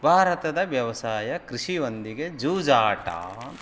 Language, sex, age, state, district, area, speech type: Kannada, male, 45-60, Karnataka, Koppal, rural, spontaneous